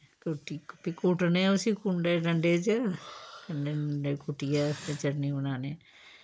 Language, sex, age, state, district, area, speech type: Dogri, female, 60+, Jammu and Kashmir, Samba, rural, spontaneous